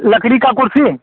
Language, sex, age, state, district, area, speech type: Hindi, male, 30-45, Uttar Pradesh, Jaunpur, rural, conversation